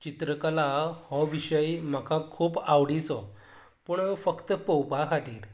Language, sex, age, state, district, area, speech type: Goan Konkani, male, 18-30, Goa, Canacona, rural, spontaneous